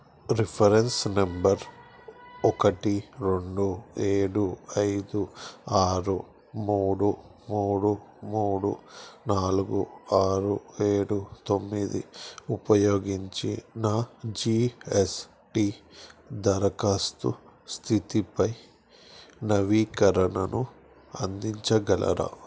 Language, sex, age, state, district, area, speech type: Telugu, male, 30-45, Andhra Pradesh, Krishna, urban, read